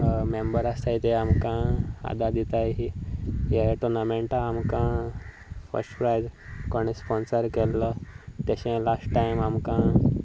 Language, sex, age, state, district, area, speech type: Goan Konkani, male, 18-30, Goa, Sanguem, rural, spontaneous